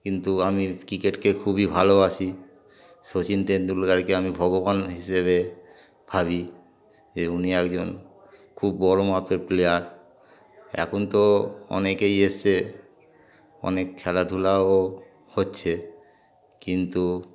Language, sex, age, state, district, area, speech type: Bengali, male, 60+, West Bengal, Darjeeling, urban, spontaneous